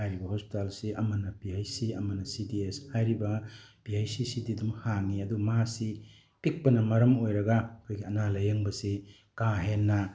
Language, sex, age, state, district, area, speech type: Manipuri, male, 30-45, Manipur, Tengnoupal, urban, spontaneous